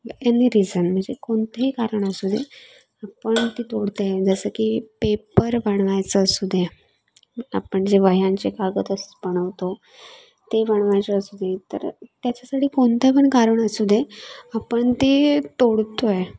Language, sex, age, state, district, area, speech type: Marathi, female, 18-30, Maharashtra, Sindhudurg, rural, spontaneous